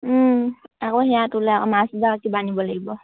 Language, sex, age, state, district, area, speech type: Assamese, female, 18-30, Assam, Dhemaji, urban, conversation